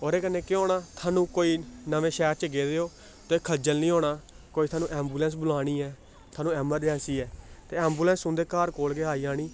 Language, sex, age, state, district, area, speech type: Dogri, male, 18-30, Jammu and Kashmir, Samba, urban, spontaneous